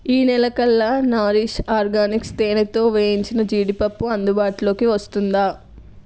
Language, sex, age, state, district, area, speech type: Telugu, female, 18-30, Telangana, Peddapalli, rural, read